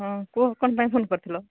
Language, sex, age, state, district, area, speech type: Odia, female, 45-60, Odisha, Angul, rural, conversation